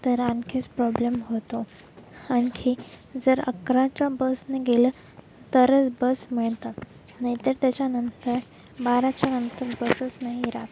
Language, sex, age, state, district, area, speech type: Marathi, female, 18-30, Maharashtra, Wardha, rural, spontaneous